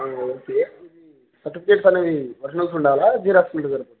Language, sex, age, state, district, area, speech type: Telugu, male, 18-30, Telangana, Jangaon, rural, conversation